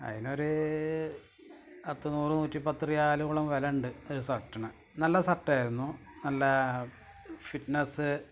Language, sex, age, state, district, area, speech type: Malayalam, male, 45-60, Kerala, Malappuram, rural, spontaneous